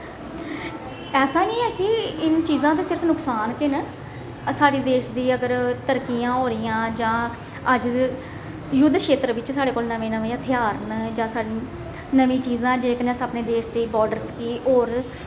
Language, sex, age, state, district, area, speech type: Dogri, female, 30-45, Jammu and Kashmir, Jammu, urban, spontaneous